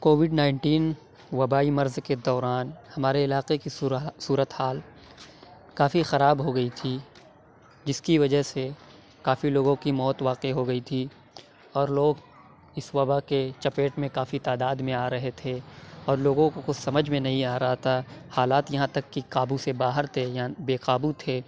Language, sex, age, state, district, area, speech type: Urdu, male, 30-45, Uttar Pradesh, Lucknow, rural, spontaneous